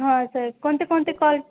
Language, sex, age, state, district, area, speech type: Marathi, female, 18-30, Maharashtra, Aurangabad, rural, conversation